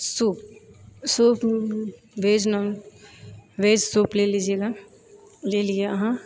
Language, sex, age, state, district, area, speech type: Maithili, female, 30-45, Bihar, Purnia, rural, spontaneous